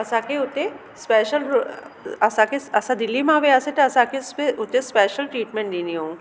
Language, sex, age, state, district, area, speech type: Sindhi, female, 30-45, Delhi, South Delhi, urban, spontaneous